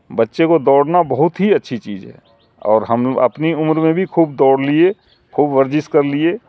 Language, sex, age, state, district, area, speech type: Urdu, male, 60+, Bihar, Supaul, rural, spontaneous